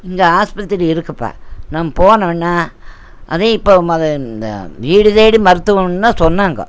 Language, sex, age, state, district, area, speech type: Tamil, female, 60+, Tamil Nadu, Coimbatore, urban, spontaneous